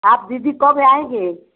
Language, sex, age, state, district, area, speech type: Hindi, female, 60+, Uttar Pradesh, Chandauli, rural, conversation